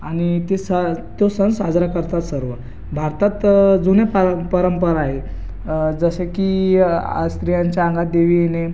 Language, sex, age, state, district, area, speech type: Marathi, male, 18-30, Maharashtra, Buldhana, urban, spontaneous